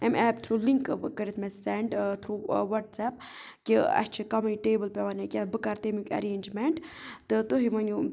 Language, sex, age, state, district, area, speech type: Kashmiri, other, 30-45, Jammu and Kashmir, Budgam, rural, spontaneous